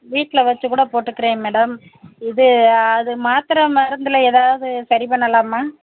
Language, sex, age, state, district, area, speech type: Tamil, female, 45-60, Tamil Nadu, Perambalur, rural, conversation